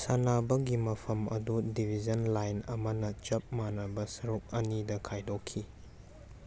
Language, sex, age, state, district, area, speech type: Manipuri, male, 18-30, Manipur, Churachandpur, rural, read